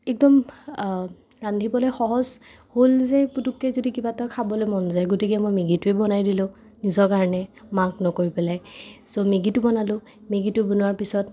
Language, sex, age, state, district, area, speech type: Assamese, female, 18-30, Assam, Kamrup Metropolitan, urban, spontaneous